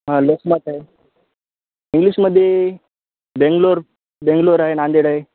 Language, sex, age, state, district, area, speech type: Marathi, male, 18-30, Maharashtra, Nanded, rural, conversation